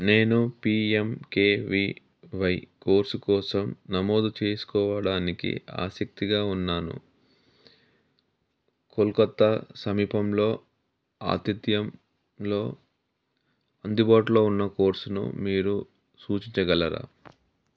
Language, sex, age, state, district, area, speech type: Telugu, male, 30-45, Telangana, Yadadri Bhuvanagiri, rural, read